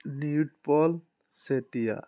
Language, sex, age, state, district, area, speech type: Assamese, male, 18-30, Assam, Charaideo, urban, spontaneous